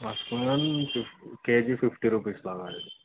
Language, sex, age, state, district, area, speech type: Telugu, male, 18-30, Telangana, Mahbubnagar, urban, conversation